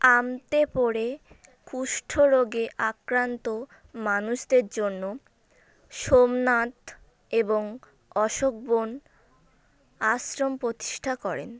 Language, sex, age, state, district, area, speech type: Bengali, female, 18-30, West Bengal, South 24 Parganas, rural, read